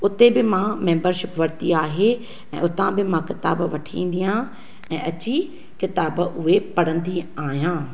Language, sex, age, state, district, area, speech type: Sindhi, female, 45-60, Maharashtra, Thane, urban, spontaneous